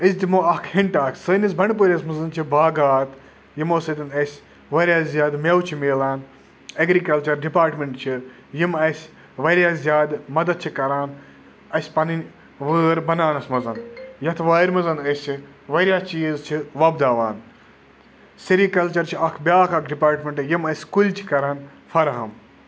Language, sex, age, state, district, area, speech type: Kashmiri, male, 30-45, Jammu and Kashmir, Kupwara, rural, spontaneous